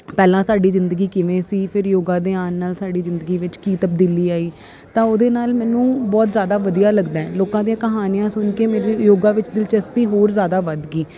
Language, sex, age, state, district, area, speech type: Punjabi, female, 30-45, Punjab, Ludhiana, urban, spontaneous